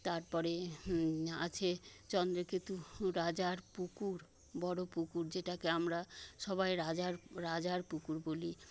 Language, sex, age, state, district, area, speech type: Bengali, female, 60+, West Bengal, Paschim Medinipur, urban, spontaneous